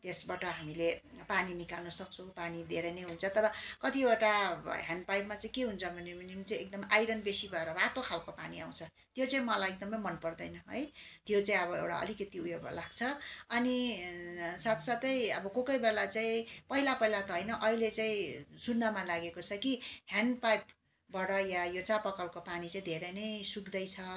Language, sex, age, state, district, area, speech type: Nepali, female, 45-60, West Bengal, Darjeeling, rural, spontaneous